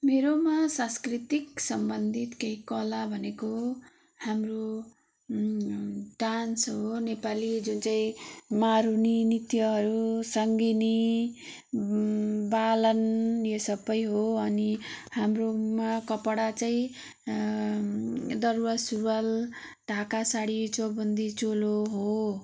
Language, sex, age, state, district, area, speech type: Nepali, female, 30-45, West Bengal, Darjeeling, rural, spontaneous